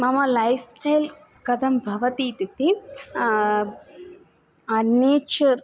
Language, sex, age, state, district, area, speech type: Sanskrit, female, 18-30, Tamil Nadu, Thanjavur, rural, spontaneous